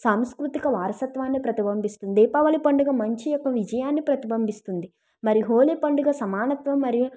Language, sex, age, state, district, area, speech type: Telugu, female, 45-60, Andhra Pradesh, East Godavari, urban, spontaneous